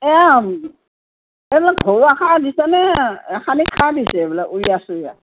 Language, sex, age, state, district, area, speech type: Assamese, female, 60+, Assam, Morigaon, rural, conversation